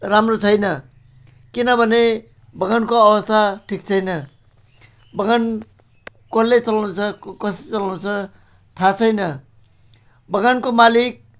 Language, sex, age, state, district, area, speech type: Nepali, male, 60+, West Bengal, Jalpaiguri, rural, spontaneous